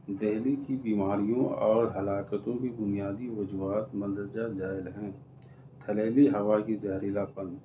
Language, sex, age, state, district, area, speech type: Urdu, male, 30-45, Delhi, South Delhi, urban, spontaneous